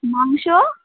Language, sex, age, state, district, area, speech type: Bengali, female, 18-30, West Bengal, Darjeeling, urban, conversation